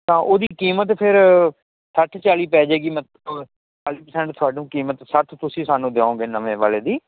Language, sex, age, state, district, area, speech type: Punjabi, male, 30-45, Punjab, Fazilka, rural, conversation